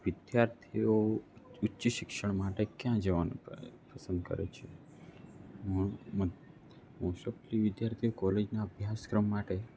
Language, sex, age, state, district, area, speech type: Gujarati, male, 18-30, Gujarat, Narmada, rural, spontaneous